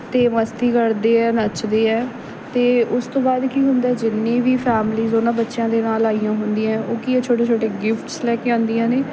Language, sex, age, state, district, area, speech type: Punjabi, female, 18-30, Punjab, Bathinda, urban, spontaneous